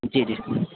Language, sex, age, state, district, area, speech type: Urdu, male, 30-45, Uttar Pradesh, Lucknow, urban, conversation